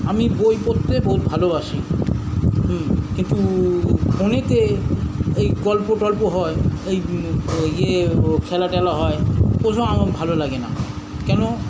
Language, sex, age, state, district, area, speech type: Bengali, male, 45-60, West Bengal, South 24 Parganas, urban, spontaneous